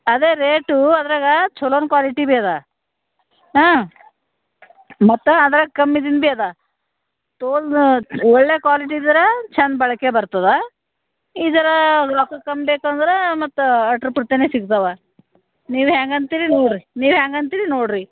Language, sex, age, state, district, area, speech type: Kannada, female, 60+, Karnataka, Bidar, urban, conversation